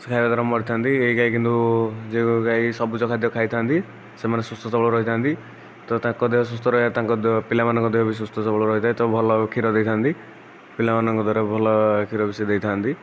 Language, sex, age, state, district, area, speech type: Odia, male, 18-30, Odisha, Nayagarh, rural, spontaneous